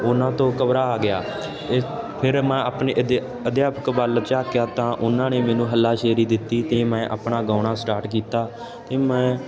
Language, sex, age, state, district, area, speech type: Punjabi, male, 18-30, Punjab, Ludhiana, rural, spontaneous